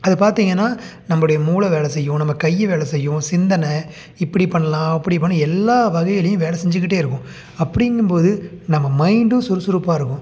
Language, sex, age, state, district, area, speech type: Tamil, male, 30-45, Tamil Nadu, Salem, rural, spontaneous